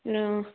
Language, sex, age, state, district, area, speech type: Assamese, female, 18-30, Assam, Majuli, urban, conversation